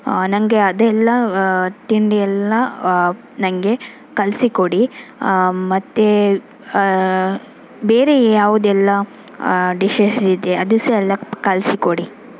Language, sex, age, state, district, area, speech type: Kannada, female, 30-45, Karnataka, Shimoga, rural, spontaneous